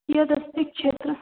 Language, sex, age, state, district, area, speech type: Sanskrit, female, 18-30, Assam, Biswanath, rural, conversation